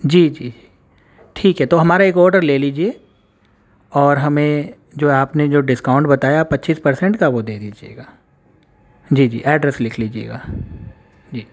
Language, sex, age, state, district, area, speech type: Urdu, male, 30-45, Uttar Pradesh, Gautam Buddha Nagar, urban, spontaneous